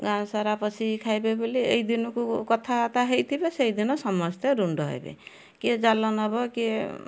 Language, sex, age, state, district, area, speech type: Odia, female, 60+, Odisha, Kendujhar, urban, spontaneous